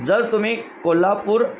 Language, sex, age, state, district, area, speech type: Marathi, male, 30-45, Maharashtra, Palghar, urban, spontaneous